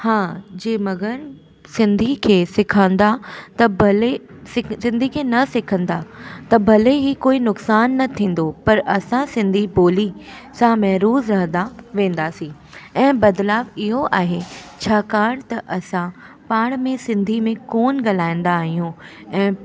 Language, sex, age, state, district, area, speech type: Sindhi, female, 18-30, Delhi, South Delhi, urban, spontaneous